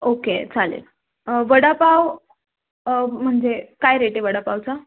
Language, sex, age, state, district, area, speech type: Marathi, female, 18-30, Maharashtra, Pune, urban, conversation